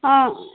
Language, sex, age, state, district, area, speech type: Kannada, female, 45-60, Karnataka, Hassan, urban, conversation